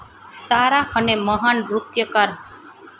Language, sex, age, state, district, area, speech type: Gujarati, female, 30-45, Gujarat, Junagadh, urban, spontaneous